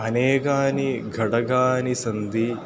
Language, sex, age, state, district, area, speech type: Sanskrit, male, 18-30, Kerala, Ernakulam, rural, spontaneous